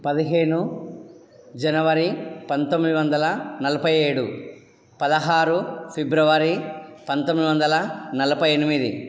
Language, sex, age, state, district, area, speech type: Telugu, male, 30-45, Telangana, Karimnagar, rural, spontaneous